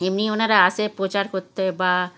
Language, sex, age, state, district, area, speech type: Bengali, female, 60+, West Bengal, Darjeeling, rural, spontaneous